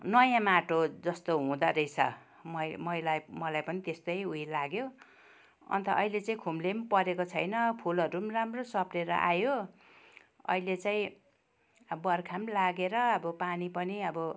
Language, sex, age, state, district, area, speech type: Nepali, female, 60+, West Bengal, Kalimpong, rural, spontaneous